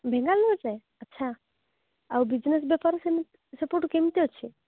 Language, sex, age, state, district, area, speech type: Odia, female, 45-60, Odisha, Nabarangpur, rural, conversation